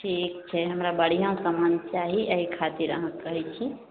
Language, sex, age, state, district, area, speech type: Maithili, female, 18-30, Bihar, Araria, rural, conversation